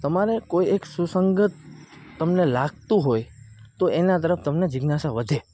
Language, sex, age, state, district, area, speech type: Gujarati, male, 18-30, Gujarat, Rajkot, urban, spontaneous